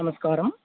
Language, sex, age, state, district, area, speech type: Telugu, male, 18-30, Telangana, Khammam, urban, conversation